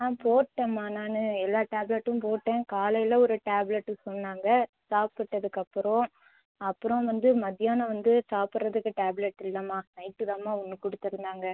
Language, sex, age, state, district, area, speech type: Tamil, female, 18-30, Tamil Nadu, Cuddalore, urban, conversation